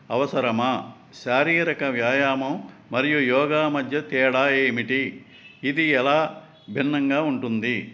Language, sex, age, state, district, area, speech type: Telugu, male, 60+, Andhra Pradesh, Eluru, urban, spontaneous